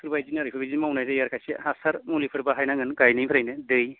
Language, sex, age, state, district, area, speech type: Bodo, male, 30-45, Assam, Baksa, urban, conversation